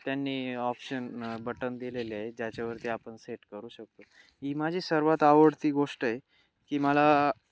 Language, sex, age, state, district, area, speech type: Marathi, male, 18-30, Maharashtra, Nashik, urban, spontaneous